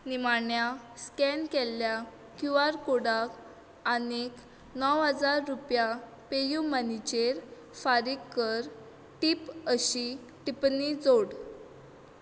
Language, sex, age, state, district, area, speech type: Goan Konkani, female, 18-30, Goa, Quepem, urban, read